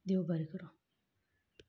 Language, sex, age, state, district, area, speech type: Goan Konkani, female, 30-45, Goa, Canacona, rural, spontaneous